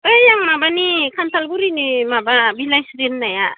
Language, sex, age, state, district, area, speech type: Bodo, female, 30-45, Assam, Udalguri, rural, conversation